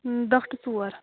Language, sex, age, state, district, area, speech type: Kashmiri, female, 30-45, Jammu and Kashmir, Pulwama, rural, conversation